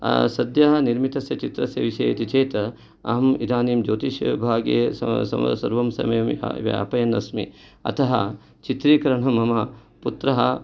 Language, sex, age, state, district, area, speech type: Sanskrit, male, 45-60, Karnataka, Uttara Kannada, urban, spontaneous